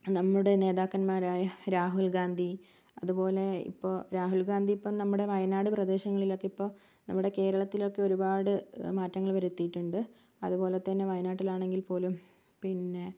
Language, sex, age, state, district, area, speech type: Malayalam, female, 45-60, Kerala, Wayanad, rural, spontaneous